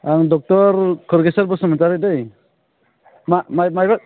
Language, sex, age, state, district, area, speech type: Bodo, male, 30-45, Assam, Baksa, rural, conversation